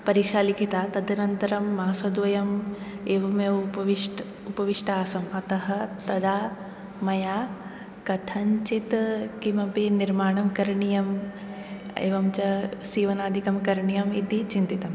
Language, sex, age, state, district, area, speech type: Sanskrit, female, 18-30, Maharashtra, Nagpur, urban, spontaneous